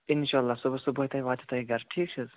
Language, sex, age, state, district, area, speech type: Kashmiri, male, 18-30, Jammu and Kashmir, Bandipora, rural, conversation